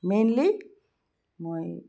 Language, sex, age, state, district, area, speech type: Assamese, female, 60+, Assam, Udalguri, rural, spontaneous